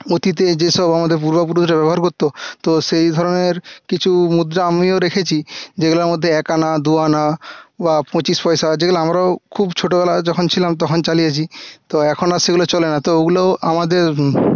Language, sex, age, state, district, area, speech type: Bengali, male, 18-30, West Bengal, Jhargram, rural, spontaneous